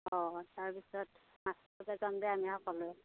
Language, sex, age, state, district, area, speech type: Assamese, female, 45-60, Assam, Darrang, rural, conversation